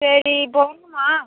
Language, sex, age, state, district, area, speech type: Tamil, male, 18-30, Tamil Nadu, Cuddalore, rural, conversation